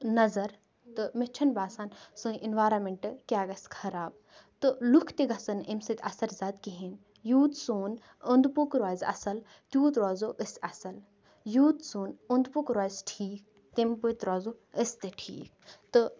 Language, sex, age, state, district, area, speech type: Kashmiri, female, 18-30, Jammu and Kashmir, Kupwara, rural, spontaneous